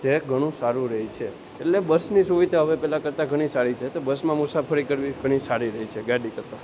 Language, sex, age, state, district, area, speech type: Gujarati, male, 18-30, Gujarat, Junagadh, urban, spontaneous